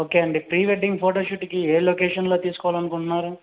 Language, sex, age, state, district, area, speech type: Telugu, male, 30-45, Andhra Pradesh, Chittoor, urban, conversation